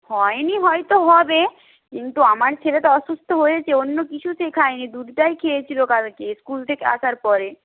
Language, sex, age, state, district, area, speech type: Bengali, female, 18-30, West Bengal, Purba Medinipur, rural, conversation